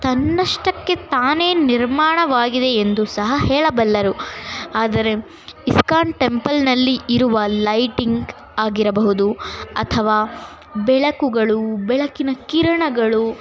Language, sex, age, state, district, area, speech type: Kannada, other, 18-30, Karnataka, Bangalore Urban, urban, spontaneous